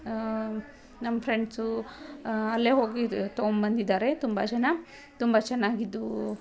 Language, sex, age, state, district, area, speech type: Kannada, female, 30-45, Karnataka, Dharwad, rural, spontaneous